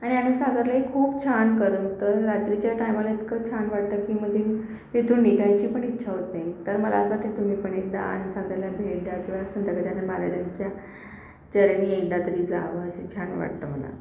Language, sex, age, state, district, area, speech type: Marathi, female, 30-45, Maharashtra, Akola, urban, spontaneous